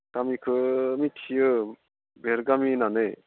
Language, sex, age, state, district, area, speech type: Bodo, male, 45-60, Assam, Udalguri, rural, conversation